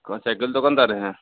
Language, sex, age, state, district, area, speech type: Hindi, male, 60+, Bihar, Begusarai, rural, conversation